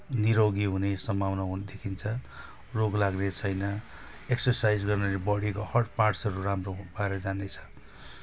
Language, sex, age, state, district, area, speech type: Nepali, male, 45-60, West Bengal, Jalpaiguri, rural, spontaneous